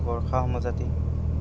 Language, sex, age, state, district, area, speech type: Assamese, male, 18-30, Assam, Goalpara, rural, spontaneous